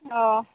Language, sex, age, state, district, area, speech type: Bodo, female, 18-30, Assam, Udalguri, urban, conversation